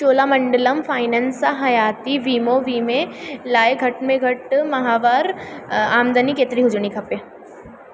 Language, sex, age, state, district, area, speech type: Sindhi, female, 18-30, Madhya Pradesh, Katni, urban, read